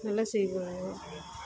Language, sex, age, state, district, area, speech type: Tamil, female, 30-45, Tamil Nadu, Salem, rural, spontaneous